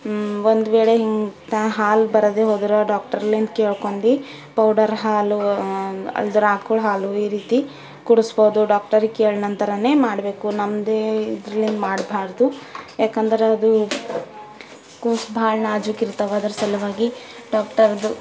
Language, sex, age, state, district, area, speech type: Kannada, female, 30-45, Karnataka, Bidar, urban, spontaneous